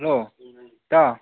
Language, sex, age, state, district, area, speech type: Manipuri, male, 18-30, Manipur, Tengnoupal, rural, conversation